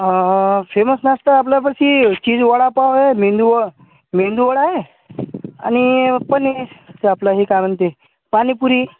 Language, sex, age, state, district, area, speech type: Marathi, male, 30-45, Maharashtra, Washim, urban, conversation